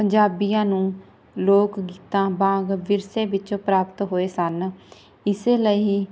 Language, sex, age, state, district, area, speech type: Punjabi, female, 18-30, Punjab, Barnala, rural, spontaneous